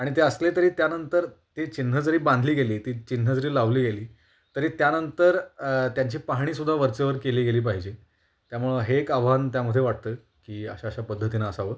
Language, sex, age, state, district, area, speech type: Marathi, male, 18-30, Maharashtra, Kolhapur, urban, spontaneous